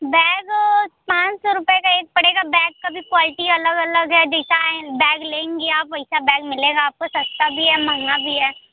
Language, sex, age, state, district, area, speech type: Hindi, female, 30-45, Uttar Pradesh, Mirzapur, rural, conversation